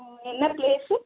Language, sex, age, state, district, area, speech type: Tamil, female, 30-45, Tamil Nadu, Chennai, urban, conversation